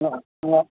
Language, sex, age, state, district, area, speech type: Tamil, male, 60+, Tamil Nadu, Cuddalore, urban, conversation